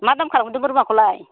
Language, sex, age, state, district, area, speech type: Bodo, female, 45-60, Assam, Baksa, rural, conversation